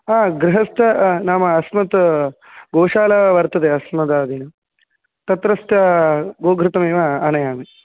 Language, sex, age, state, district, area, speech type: Sanskrit, male, 18-30, Karnataka, Udupi, urban, conversation